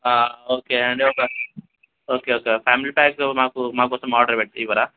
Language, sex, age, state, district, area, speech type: Telugu, male, 30-45, Telangana, Hyderabad, rural, conversation